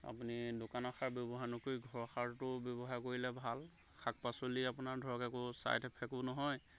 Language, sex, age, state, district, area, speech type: Assamese, male, 30-45, Assam, Golaghat, rural, spontaneous